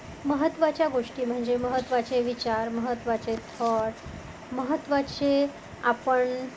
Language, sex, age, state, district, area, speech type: Marathi, female, 45-60, Maharashtra, Amravati, urban, spontaneous